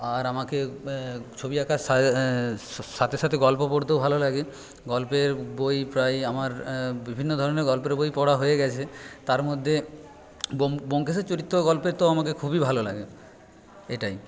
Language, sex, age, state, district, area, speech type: Bengali, male, 45-60, West Bengal, Paschim Medinipur, rural, spontaneous